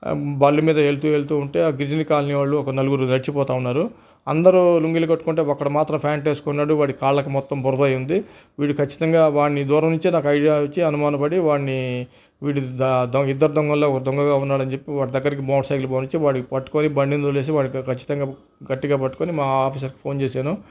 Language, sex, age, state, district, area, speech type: Telugu, male, 60+, Andhra Pradesh, Nellore, urban, spontaneous